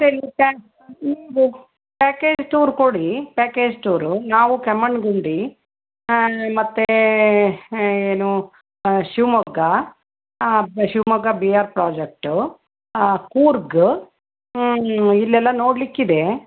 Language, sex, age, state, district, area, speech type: Kannada, female, 60+, Karnataka, Chitradurga, rural, conversation